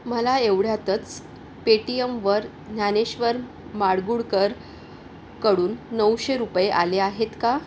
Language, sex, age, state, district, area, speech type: Marathi, female, 45-60, Maharashtra, Yavatmal, urban, read